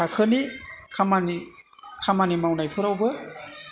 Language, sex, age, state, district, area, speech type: Bodo, male, 60+, Assam, Chirang, rural, spontaneous